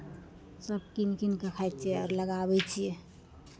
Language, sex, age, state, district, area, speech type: Maithili, female, 30-45, Bihar, Madhepura, rural, spontaneous